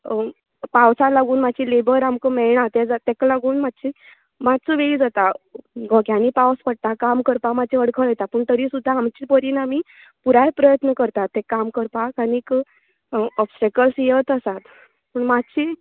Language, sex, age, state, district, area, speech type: Goan Konkani, female, 30-45, Goa, Canacona, rural, conversation